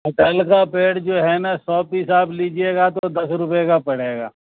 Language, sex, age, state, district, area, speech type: Urdu, male, 60+, Bihar, Supaul, rural, conversation